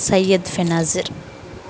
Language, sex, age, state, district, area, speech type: Tamil, female, 30-45, Tamil Nadu, Chennai, urban, spontaneous